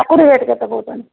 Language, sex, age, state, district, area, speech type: Odia, female, 30-45, Odisha, Jajpur, rural, conversation